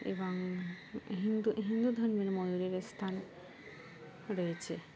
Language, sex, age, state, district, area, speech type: Bengali, female, 18-30, West Bengal, Dakshin Dinajpur, urban, spontaneous